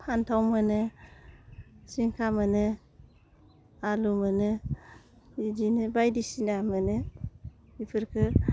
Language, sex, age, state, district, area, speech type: Bodo, female, 30-45, Assam, Udalguri, rural, spontaneous